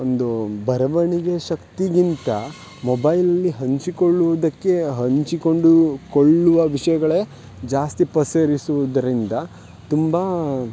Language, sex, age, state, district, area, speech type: Kannada, male, 18-30, Karnataka, Uttara Kannada, rural, spontaneous